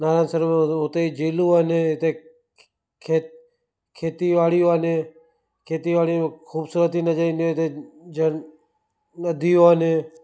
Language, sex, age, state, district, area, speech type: Sindhi, male, 30-45, Gujarat, Kutch, rural, spontaneous